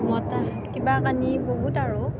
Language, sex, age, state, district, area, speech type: Assamese, female, 18-30, Assam, Darrang, rural, spontaneous